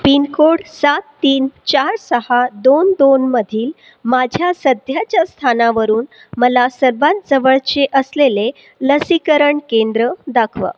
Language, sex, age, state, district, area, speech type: Marathi, female, 30-45, Maharashtra, Buldhana, urban, read